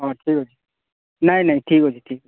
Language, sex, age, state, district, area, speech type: Odia, male, 45-60, Odisha, Nuapada, urban, conversation